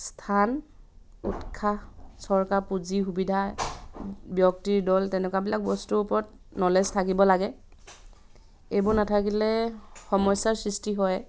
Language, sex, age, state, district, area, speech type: Assamese, female, 30-45, Assam, Dhemaji, rural, spontaneous